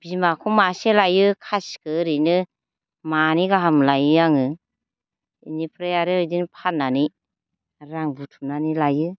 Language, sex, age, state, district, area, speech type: Bodo, female, 45-60, Assam, Baksa, rural, spontaneous